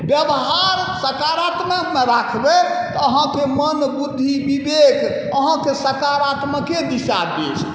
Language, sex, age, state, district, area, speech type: Maithili, male, 45-60, Bihar, Saharsa, rural, spontaneous